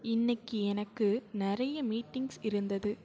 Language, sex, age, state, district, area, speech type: Tamil, female, 18-30, Tamil Nadu, Mayiladuthurai, urban, read